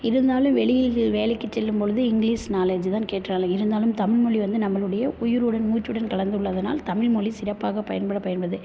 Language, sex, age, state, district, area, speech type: Tamil, female, 30-45, Tamil Nadu, Perambalur, rural, spontaneous